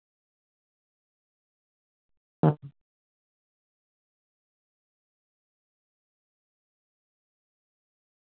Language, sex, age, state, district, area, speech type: Dogri, female, 45-60, Jammu and Kashmir, Samba, rural, conversation